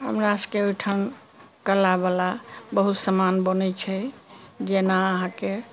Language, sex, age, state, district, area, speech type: Maithili, female, 60+, Bihar, Sitamarhi, rural, spontaneous